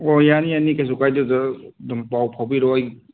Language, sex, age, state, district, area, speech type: Manipuri, male, 30-45, Manipur, Kangpokpi, urban, conversation